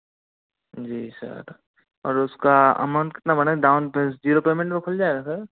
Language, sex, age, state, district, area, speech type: Hindi, male, 45-60, Rajasthan, Karauli, rural, conversation